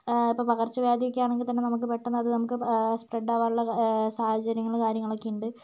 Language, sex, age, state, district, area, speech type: Malayalam, female, 45-60, Kerala, Kozhikode, urban, spontaneous